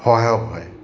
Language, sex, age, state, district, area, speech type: Assamese, male, 60+, Assam, Goalpara, urban, spontaneous